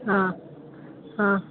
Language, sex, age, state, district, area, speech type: Gujarati, female, 18-30, Gujarat, Amreli, rural, conversation